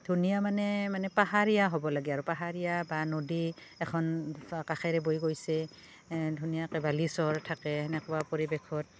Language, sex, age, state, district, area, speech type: Assamese, female, 45-60, Assam, Barpeta, rural, spontaneous